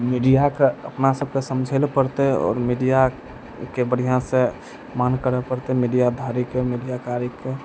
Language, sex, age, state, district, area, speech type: Maithili, male, 18-30, Bihar, Araria, urban, spontaneous